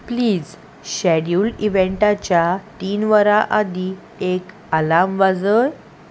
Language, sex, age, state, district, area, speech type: Goan Konkani, female, 30-45, Goa, Salcete, urban, read